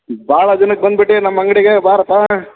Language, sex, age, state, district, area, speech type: Kannada, male, 30-45, Karnataka, Bellary, rural, conversation